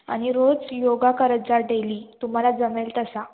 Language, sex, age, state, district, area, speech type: Marathi, female, 18-30, Maharashtra, Ratnagiri, rural, conversation